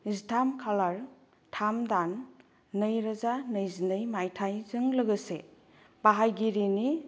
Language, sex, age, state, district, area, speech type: Bodo, female, 30-45, Assam, Kokrajhar, rural, read